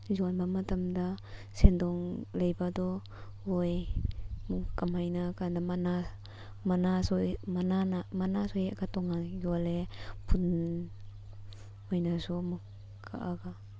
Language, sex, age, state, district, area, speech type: Manipuri, female, 18-30, Manipur, Thoubal, rural, spontaneous